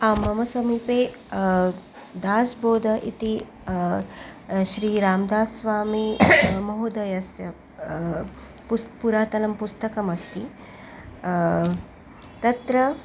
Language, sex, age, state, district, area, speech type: Sanskrit, female, 45-60, Maharashtra, Nagpur, urban, spontaneous